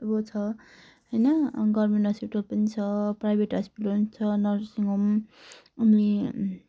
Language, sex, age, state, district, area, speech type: Nepali, female, 30-45, West Bengal, Jalpaiguri, rural, spontaneous